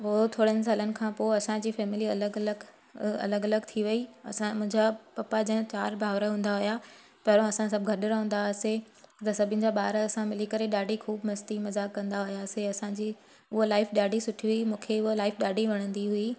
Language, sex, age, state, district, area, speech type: Sindhi, female, 30-45, Gujarat, Surat, urban, spontaneous